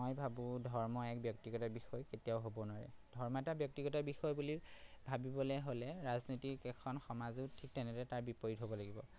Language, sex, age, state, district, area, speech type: Assamese, male, 30-45, Assam, Majuli, urban, spontaneous